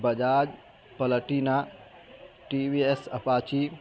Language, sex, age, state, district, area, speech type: Urdu, male, 18-30, Bihar, Madhubani, rural, spontaneous